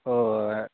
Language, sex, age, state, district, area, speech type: Kannada, male, 18-30, Karnataka, Koppal, rural, conversation